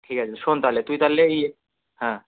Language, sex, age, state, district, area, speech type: Bengali, male, 18-30, West Bengal, Kolkata, urban, conversation